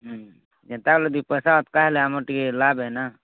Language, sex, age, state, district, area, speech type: Odia, male, 45-60, Odisha, Nuapada, urban, conversation